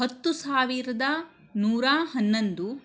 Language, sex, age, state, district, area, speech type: Kannada, female, 60+, Karnataka, Shimoga, rural, spontaneous